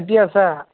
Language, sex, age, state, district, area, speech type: Assamese, male, 18-30, Assam, Biswanath, rural, conversation